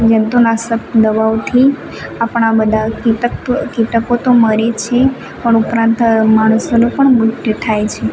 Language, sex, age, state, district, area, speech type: Gujarati, female, 18-30, Gujarat, Narmada, rural, spontaneous